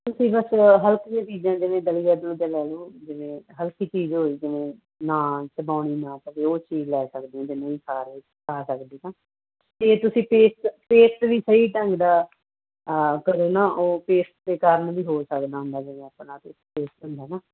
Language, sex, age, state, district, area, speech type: Punjabi, female, 30-45, Punjab, Muktsar, urban, conversation